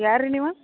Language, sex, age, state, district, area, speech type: Kannada, female, 60+, Karnataka, Belgaum, rural, conversation